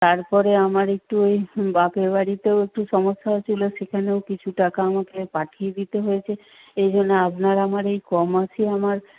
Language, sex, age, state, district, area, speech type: Bengali, female, 60+, West Bengal, Nadia, rural, conversation